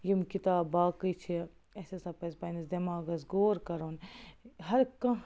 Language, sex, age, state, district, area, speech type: Kashmiri, female, 18-30, Jammu and Kashmir, Baramulla, rural, spontaneous